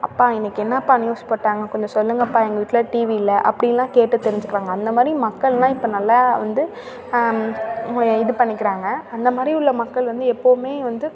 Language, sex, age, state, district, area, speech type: Tamil, female, 30-45, Tamil Nadu, Thanjavur, urban, spontaneous